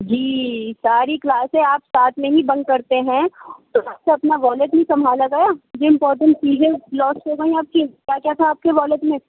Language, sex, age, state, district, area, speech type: Urdu, male, 18-30, Delhi, Central Delhi, urban, conversation